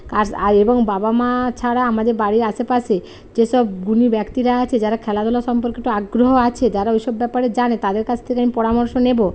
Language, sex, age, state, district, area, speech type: Bengali, female, 45-60, West Bengal, Hooghly, rural, spontaneous